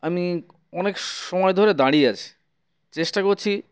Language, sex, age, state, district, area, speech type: Bengali, male, 30-45, West Bengal, Uttar Dinajpur, urban, spontaneous